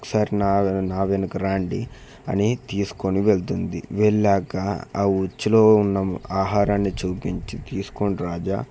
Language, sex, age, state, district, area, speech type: Telugu, male, 18-30, Telangana, Peddapalli, rural, spontaneous